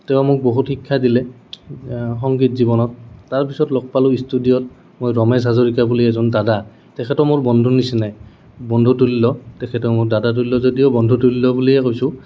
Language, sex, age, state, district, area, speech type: Assamese, male, 18-30, Assam, Goalpara, urban, spontaneous